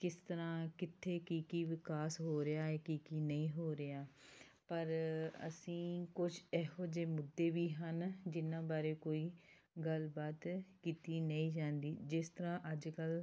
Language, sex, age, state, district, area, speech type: Punjabi, female, 30-45, Punjab, Tarn Taran, rural, spontaneous